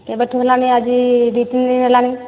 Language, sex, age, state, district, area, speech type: Odia, female, 30-45, Odisha, Boudh, rural, conversation